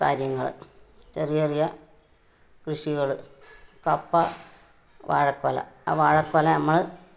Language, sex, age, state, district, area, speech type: Malayalam, female, 60+, Kerala, Kannur, rural, spontaneous